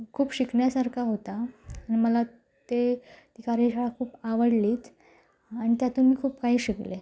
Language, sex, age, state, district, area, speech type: Marathi, female, 18-30, Maharashtra, Sindhudurg, rural, spontaneous